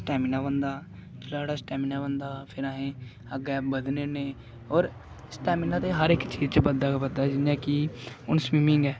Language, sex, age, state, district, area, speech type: Dogri, male, 18-30, Jammu and Kashmir, Kathua, rural, spontaneous